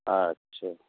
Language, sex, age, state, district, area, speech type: Bengali, male, 60+, West Bengal, Hooghly, rural, conversation